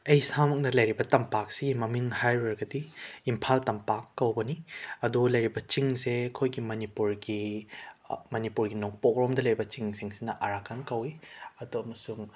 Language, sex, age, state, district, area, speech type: Manipuri, male, 18-30, Manipur, Imphal West, rural, spontaneous